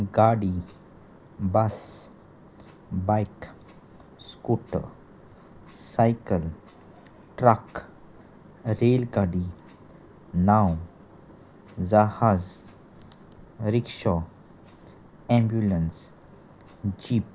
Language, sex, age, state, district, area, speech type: Goan Konkani, male, 30-45, Goa, Salcete, rural, spontaneous